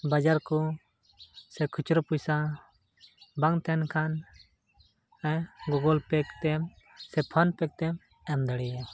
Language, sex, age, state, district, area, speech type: Santali, male, 18-30, Jharkhand, Pakur, rural, spontaneous